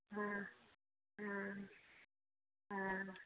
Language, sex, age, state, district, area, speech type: Maithili, female, 60+, Bihar, Saharsa, rural, conversation